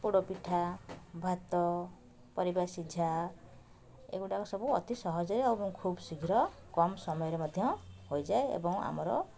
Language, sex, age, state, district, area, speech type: Odia, female, 45-60, Odisha, Puri, urban, spontaneous